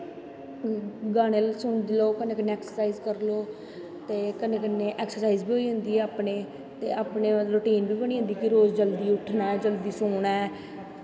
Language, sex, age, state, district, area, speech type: Dogri, female, 18-30, Jammu and Kashmir, Jammu, rural, spontaneous